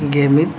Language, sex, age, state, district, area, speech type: Santali, male, 18-30, Jharkhand, East Singhbhum, rural, spontaneous